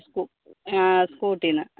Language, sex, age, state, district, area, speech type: Malayalam, female, 60+, Kerala, Kozhikode, urban, conversation